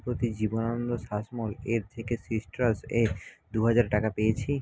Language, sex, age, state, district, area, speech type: Bengali, male, 18-30, West Bengal, Jhargram, rural, read